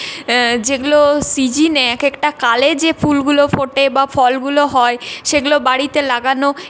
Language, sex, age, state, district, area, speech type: Bengali, female, 18-30, West Bengal, Purulia, rural, spontaneous